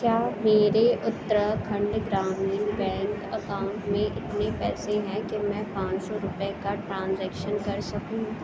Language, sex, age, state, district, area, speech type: Urdu, female, 30-45, Uttar Pradesh, Aligarh, urban, read